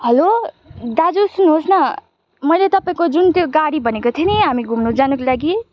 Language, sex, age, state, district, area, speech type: Nepali, female, 18-30, West Bengal, Kalimpong, rural, spontaneous